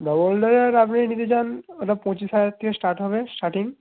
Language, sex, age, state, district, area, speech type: Bengali, male, 18-30, West Bengal, Jalpaiguri, rural, conversation